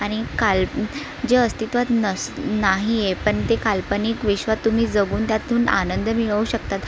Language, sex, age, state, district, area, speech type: Marathi, female, 18-30, Maharashtra, Sindhudurg, rural, spontaneous